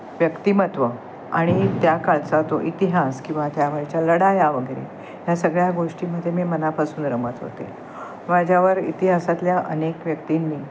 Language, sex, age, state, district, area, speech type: Marathi, female, 60+, Maharashtra, Thane, urban, spontaneous